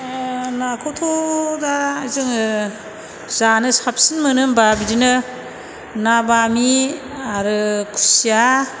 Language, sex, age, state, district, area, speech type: Bodo, female, 45-60, Assam, Chirang, rural, spontaneous